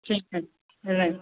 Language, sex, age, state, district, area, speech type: Maithili, female, 18-30, Bihar, Begusarai, urban, conversation